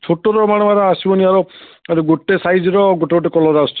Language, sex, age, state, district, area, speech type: Odia, male, 45-60, Odisha, Cuttack, urban, conversation